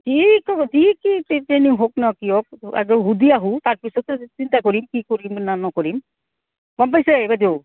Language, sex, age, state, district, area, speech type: Assamese, female, 45-60, Assam, Goalpara, rural, conversation